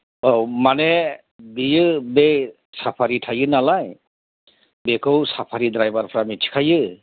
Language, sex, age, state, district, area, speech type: Bodo, male, 45-60, Assam, Chirang, rural, conversation